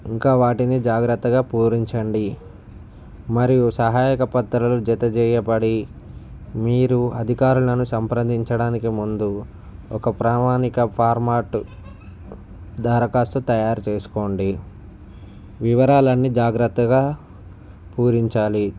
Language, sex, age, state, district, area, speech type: Telugu, male, 45-60, Andhra Pradesh, Visakhapatnam, urban, spontaneous